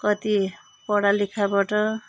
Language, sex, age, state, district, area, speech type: Nepali, female, 30-45, West Bengal, Darjeeling, rural, spontaneous